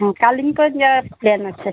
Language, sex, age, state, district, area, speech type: Bengali, female, 45-60, West Bengal, Alipurduar, rural, conversation